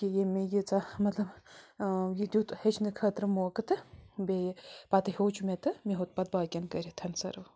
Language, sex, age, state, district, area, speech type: Kashmiri, female, 30-45, Jammu and Kashmir, Bandipora, rural, spontaneous